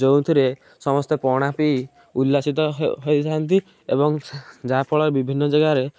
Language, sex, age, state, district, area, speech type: Odia, male, 18-30, Odisha, Kendujhar, urban, spontaneous